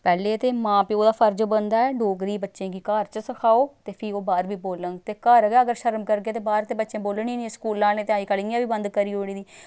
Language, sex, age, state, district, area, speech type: Dogri, female, 30-45, Jammu and Kashmir, Samba, rural, spontaneous